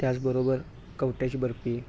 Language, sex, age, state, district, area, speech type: Marathi, male, 30-45, Maharashtra, Sangli, urban, spontaneous